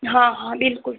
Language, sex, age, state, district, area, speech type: Hindi, female, 45-60, Rajasthan, Jodhpur, urban, conversation